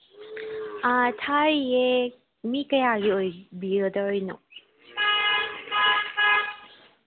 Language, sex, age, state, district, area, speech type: Manipuri, female, 18-30, Manipur, Tengnoupal, urban, conversation